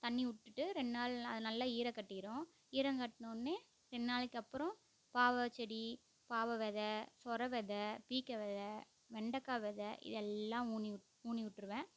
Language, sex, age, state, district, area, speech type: Tamil, female, 18-30, Tamil Nadu, Namakkal, rural, spontaneous